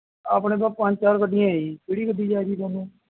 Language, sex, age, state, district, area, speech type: Punjabi, male, 18-30, Punjab, Mohali, rural, conversation